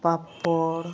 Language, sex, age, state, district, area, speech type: Santali, female, 30-45, West Bengal, Malda, rural, spontaneous